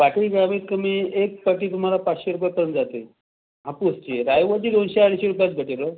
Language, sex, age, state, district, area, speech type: Marathi, male, 45-60, Maharashtra, Raigad, rural, conversation